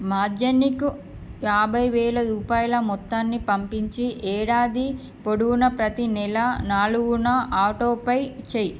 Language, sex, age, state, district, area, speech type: Telugu, female, 30-45, Andhra Pradesh, Srikakulam, urban, read